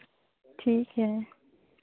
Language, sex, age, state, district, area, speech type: Hindi, female, 45-60, Bihar, Madhepura, rural, conversation